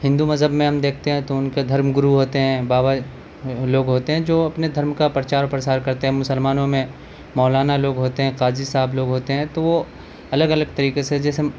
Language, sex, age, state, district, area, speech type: Urdu, male, 30-45, Delhi, South Delhi, urban, spontaneous